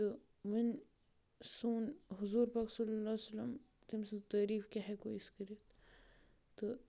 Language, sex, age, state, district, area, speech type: Kashmiri, male, 18-30, Jammu and Kashmir, Kupwara, rural, spontaneous